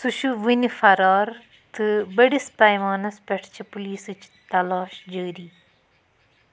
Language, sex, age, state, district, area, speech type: Kashmiri, female, 30-45, Jammu and Kashmir, Budgam, rural, read